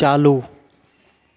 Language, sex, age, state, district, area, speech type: Hindi, male, 18-30, Bihar, Begusarai, urban, read